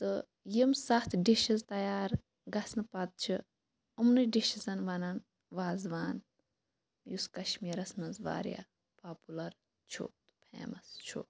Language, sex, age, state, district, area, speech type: Kashmiri, female, 18-30, Jammu and Kashmir, Shopian, rural, spontaneous